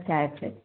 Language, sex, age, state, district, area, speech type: Marathi, female, 18-30, Maharashtra, Ratnagiri, urban, conversation